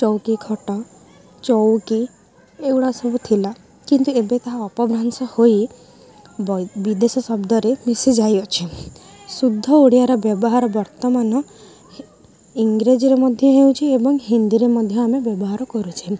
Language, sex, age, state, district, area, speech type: Odia, female, 18-30, Odisha, Rayagada, rural, spontaneous